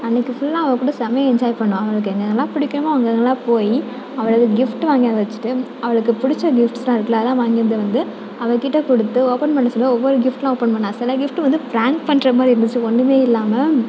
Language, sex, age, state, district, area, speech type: Tamil, female, 18-30, Tamil Nadu, Mayiladuthurai, urban, spontaneous